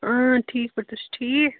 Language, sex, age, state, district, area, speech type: Kashmiri, female, 18-30, Jammu and Kashmir, Budgam, rural, conversation